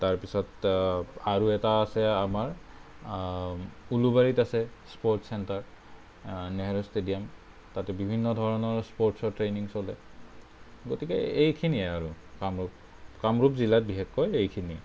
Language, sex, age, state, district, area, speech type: Assamese, male, 30-45, Assam, Kamrup Metropolitan, urban, spontaneous